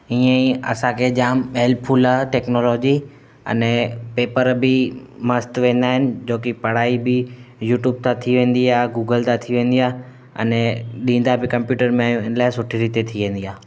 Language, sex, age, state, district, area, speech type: Sindhi, male, 18-30, Gujarat, Kutch, rural, spontaneous